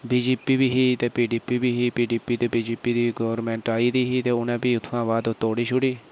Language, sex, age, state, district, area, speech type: Dogri, male, 30-45, Jammu and Kashmir, Udhampur, rural, spontaneous